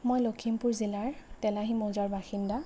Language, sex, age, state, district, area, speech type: Assamese, female, 30-45, Assam, Lakhimpur, rural, spontaneous